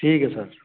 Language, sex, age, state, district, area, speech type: Hindi, male, 45-60, Madhya Pradesh, Gwalior, rural, conversation